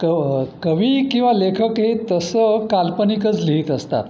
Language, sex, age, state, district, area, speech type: Marathi, male, 60+, Maharashtra, Pune, urban, spontaneous